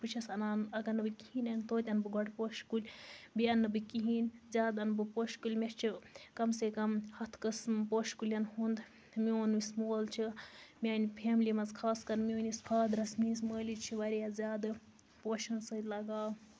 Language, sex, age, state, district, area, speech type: Kashmiri, female, 30-45, Jammu and Kashmir, Baramulla, rural, spontaneous